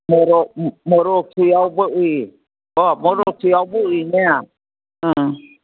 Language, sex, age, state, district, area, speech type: Manipuri, female, 60+, Manipur, Kangpokpi, urban, conversation